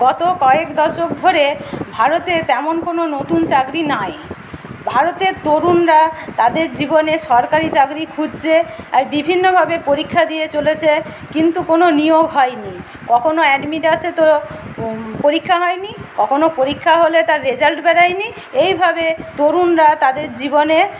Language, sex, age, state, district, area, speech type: Bengali, female, 60+, West Bengal, Paschim Medinipur, rural, spontaneous